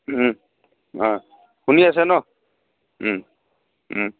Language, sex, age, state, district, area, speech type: Assamese, male, 45-60, Assam, Dhemaji, rural, conversation